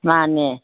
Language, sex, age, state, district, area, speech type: Manipuri, female, 60+, Manipur, Imphal East, urban, conversation